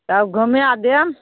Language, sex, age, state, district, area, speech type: Maithili, female, 45-60, Bihar, Araria, rural, conversation